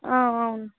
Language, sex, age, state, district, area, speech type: Telugu, female, 18-30, Telangana, Medak, urban, conversation